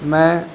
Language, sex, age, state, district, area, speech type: Urdu, male, 18-30, Bihar, Gaya, rural, spontaneous